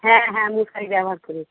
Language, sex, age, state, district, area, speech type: Bengali, female, 30-45, West Bengal, North 24 Parganas, urban, conversation